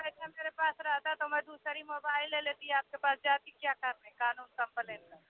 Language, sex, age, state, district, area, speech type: Hindi, female, 60+, Uttar Pradesh, Mau, rural, conversation